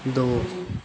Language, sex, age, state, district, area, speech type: Punjabi, male, 18-30, Punjab, Pathankot, rural, read